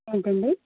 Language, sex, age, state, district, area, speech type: Telugu, female, 45-60, Andhra Pradesh, Krishna, rural, conversation